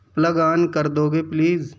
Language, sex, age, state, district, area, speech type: Urdu, male, 30-45, Delhi, Central Delhi, urban, read